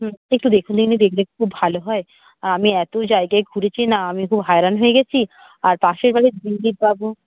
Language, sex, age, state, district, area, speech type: Bengali, female, 60+, West Bengal, Nadia, rural, conversation